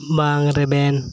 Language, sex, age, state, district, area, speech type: Santali, male, 30-45, Jharkhand, Seraikela Kharsawan, rural, read